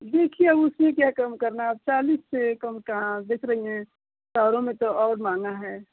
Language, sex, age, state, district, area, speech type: Hindi, female, 30-45, Uttar Pradesh, Mau, rural, conversation